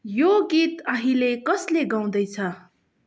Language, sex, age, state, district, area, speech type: Nepali, female, 30-45, West Bengal, Darjeeling, rural, read